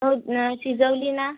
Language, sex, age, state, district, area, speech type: Marathi, female, 18-30, Maharashtra, Amravati, rural, conversation